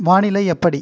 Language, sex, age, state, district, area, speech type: Tamil, male, 30-45, Tamil Nadu, Viluppuram, rural, read